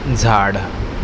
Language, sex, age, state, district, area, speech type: Marathi, male, 18-30, Maharashtra, Mumbai Suburban, urban, read